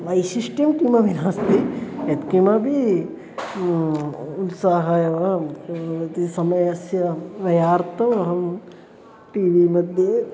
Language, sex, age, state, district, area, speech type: Sanskrit, male, 18-30, Kerala, Thrissur, urban, spontaneous